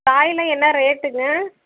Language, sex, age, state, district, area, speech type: Tamil, female, 30-45, Tamil Nadu, Namakkal, rural, conversation